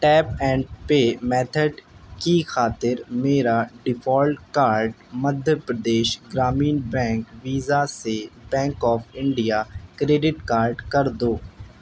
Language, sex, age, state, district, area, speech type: Urdu, male, 18-30, Uttar Pradesh, Shahjahanpur, urban, read